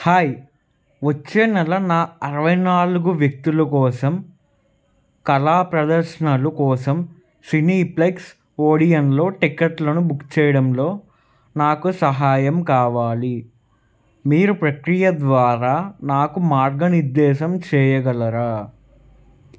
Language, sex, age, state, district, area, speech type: Telugu, male, 30-45, Telangana, Peddapalli, rural, read